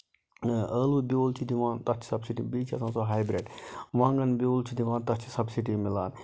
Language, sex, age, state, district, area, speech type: Kashmiri, male, 60+, Jammu and Kashmir, Budgam, rural, spontaneous